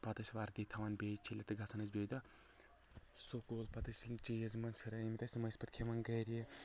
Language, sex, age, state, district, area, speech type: Kashmiri, male, 30-45, Jammu and Kashmir, Anantnag, rural, spontaneous